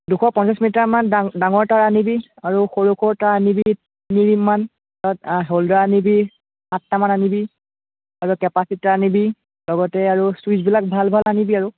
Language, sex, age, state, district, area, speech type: Assamese, male, 30-45, Assam, Biswanath, rural, conversation